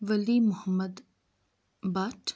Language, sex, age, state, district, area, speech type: Kashmiri, female, 18-30, Jammu and Kashmir, Pulwama, rural, spontaneous